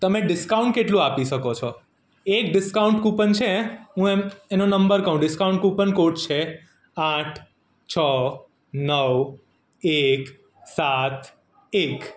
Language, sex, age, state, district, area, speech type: Gujarati, male, 30-45, Gujarat, Surat, urban, spontaneous